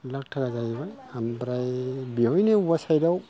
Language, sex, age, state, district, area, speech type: Bodo, male, 45-60, Assam, Chirang, rural, spontaneous